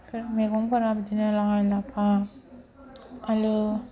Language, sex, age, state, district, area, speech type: Bodo, female, 18-30, Assam, Baksa, rural, spontaneous